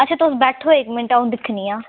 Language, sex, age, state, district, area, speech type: Dogri, female, 18-30, Jammu and Kashmir, Udhampur, rural, conversation